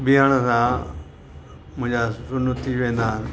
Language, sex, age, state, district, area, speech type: Sindhi, male, 45-60, Uttar Pradesh, Lucknow, rural, spontaneous